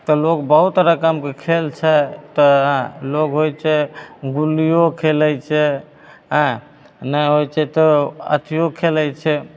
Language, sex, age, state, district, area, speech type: Maithili, male, 30-45, Bihar, Begusarai, urban, spontaneous